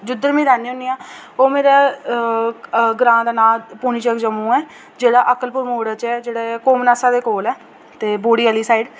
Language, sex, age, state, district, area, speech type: Dogri, female, 18-30, Jammu and Kashmir, Jammu, rural, spontaneous